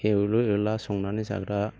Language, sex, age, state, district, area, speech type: Bodo, male, 45-60, Assam, Baksa, urban, spontaneous